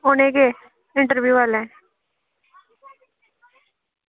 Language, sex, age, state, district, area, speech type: Dogri, female, 18-30, Jammu and Kashmir, Samba, rural, conversation